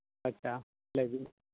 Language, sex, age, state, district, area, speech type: Santali, male, 45-60, Jharkhand, East Singhbhum, rural, conversation